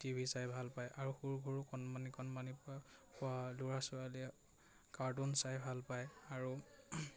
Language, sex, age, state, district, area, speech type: Assamese, male, 18-30, Assam, Majuli, urban, spontaneous